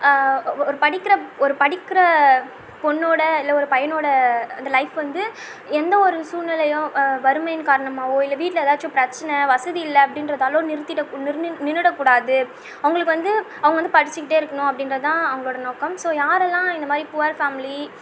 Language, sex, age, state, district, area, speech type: Tamil, female, 18-30, Tamil Nadu, Tiruvannamalai, urban, spontaneous